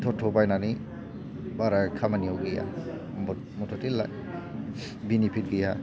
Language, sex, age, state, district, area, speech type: Bodo, male, 45-60, Assam, Chirang, urban, spontaneous